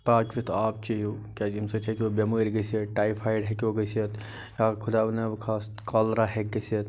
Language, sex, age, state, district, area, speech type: Kashmiri, male, 60+, Jammu and Kashmir, Baramulla, rural, spontaneous